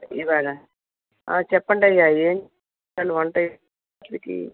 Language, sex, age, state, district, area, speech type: Telugu, female, 45-60, Andhra Pradesh, Krishna, rural, conversation